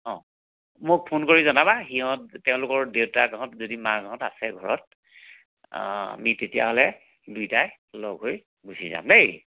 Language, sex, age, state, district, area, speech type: Assamese, male, 60+, Assam, Majuli, urban, conversation